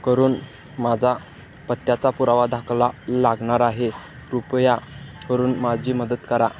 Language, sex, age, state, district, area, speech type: Marathi, male, 18-30, Maharashtra, Sangli, rural, spontaneous